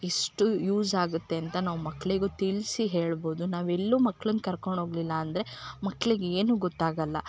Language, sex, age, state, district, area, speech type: Kannada, female, 18-30, Karnataka, Chikkamagaluru, rural, spontaneous